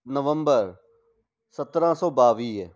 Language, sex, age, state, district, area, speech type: Sindhi, male, 30-45, Delhi, South Delhi, urban, spontaneous